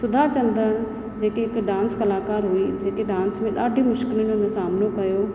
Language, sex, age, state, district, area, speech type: Sindhi, female, 30-45, Rajasthan, Ajmer, urban, spontaneous